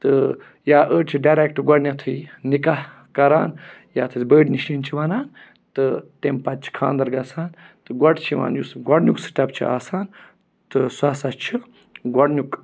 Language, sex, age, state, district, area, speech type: Kashmiri, male, 18-30, Jammu and Kashmir, Budgam, rural, spontaneous